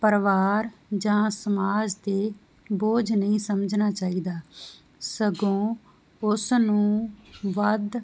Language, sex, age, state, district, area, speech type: Punjabi, female, 30-45, Punjab, Muktsar, urban, spontaneous